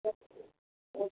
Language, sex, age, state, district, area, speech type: Assamese, male, 18-30, Assam, Lakhimpur, urban, conversation